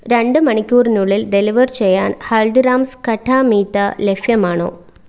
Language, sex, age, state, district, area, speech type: Malayalam, female, 18-30, Kerala, Thiruvananthapuram, rural, read